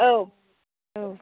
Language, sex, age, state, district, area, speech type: Bodo, female, 45-60, Assam, Chirang, rural, conversation